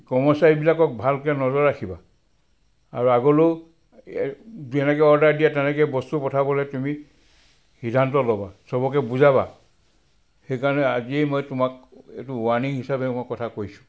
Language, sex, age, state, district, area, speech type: Assamese, male, 60+, Assam, Sivasagar, rural, spontaneous